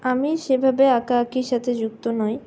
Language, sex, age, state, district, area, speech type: Bengali, female, 60+, West Bengal, Purulia, urban, spontaneous